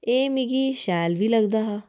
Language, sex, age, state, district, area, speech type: Dogri, female, 30-45, Jammu and Kashmir, Reasi, rural, spontaneous